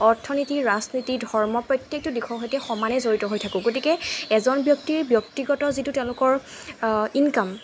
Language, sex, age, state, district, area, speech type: Assamese, female, 18-30, Assam, Jorhat, urban, spontaneous